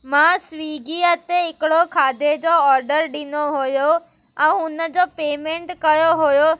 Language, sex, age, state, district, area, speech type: Sindhi, female, 18-30, Gujarat, Surat, urban, spontaneous